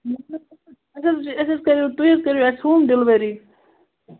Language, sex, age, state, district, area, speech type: Kashmiri, female, 30-45, Jammu and Kashmir, Kupwara, rural, conversation